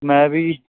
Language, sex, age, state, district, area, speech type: Punjabi, male, 18-30, Punjab, Kapurthala, rural, conversation